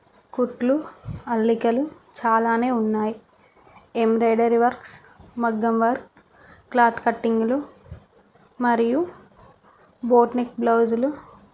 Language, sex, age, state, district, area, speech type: Telugu, female, 30-45, Telangana, Karimnagar, rural, spontaneous